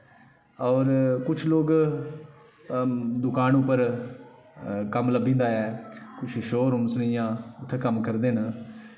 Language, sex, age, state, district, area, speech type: Dogri, male, 30-45, Jammu and Kashmir, Udhampur, rural, spontaneous